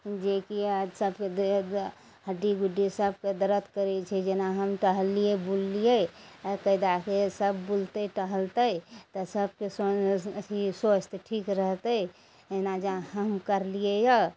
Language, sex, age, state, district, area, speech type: Maithili, female, 60+, Bihar, Araria, rural, spontaneous